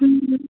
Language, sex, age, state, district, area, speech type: Bengali, female, 18-30, West Bengal, South 24 Parganas, rural, conversation